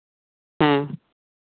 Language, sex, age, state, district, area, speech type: Santali, male, 30-45, Jharkhand, Seraikela Kharsawan, rural, conversation